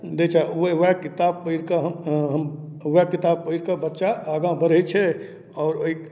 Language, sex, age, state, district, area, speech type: Maithili, male, 30-45, Bihar, Darbhanga, urban, spontaneous